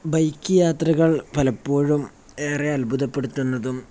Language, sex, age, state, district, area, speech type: Malayalam, male, 18-30, Kerala, Kozhikode, rural, spontaneous